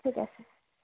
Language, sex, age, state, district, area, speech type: Assamese, female, 18-30, Assam, Majuli, urban, conversation